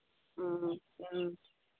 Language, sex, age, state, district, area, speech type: Manipuri, female, 30-45, Manipur, Imphal East, rural, conversation